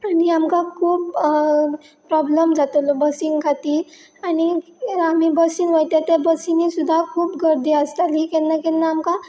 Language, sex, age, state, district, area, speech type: Goan Konkani, female, 18-30, Goa, Pernem, rural, spontaneous